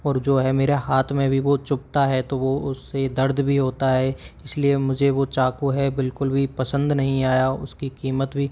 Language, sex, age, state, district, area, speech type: Hindi, male, 30-45, Rajasthan, Karauli, rural, spontaneous